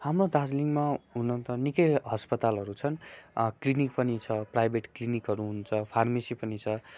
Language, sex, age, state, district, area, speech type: Nepali, male, 18-30, West Bengal, Darjeeling, rural, spontaneous